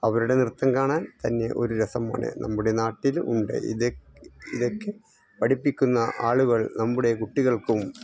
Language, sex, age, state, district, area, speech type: Malayalam, male, 60+, Kerala, Wayanad, rural, spontaneous